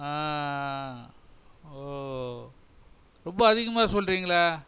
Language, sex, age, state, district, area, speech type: Tamil, male, 60+, Tamil Nadu, Cuddalore, rural, spontaneous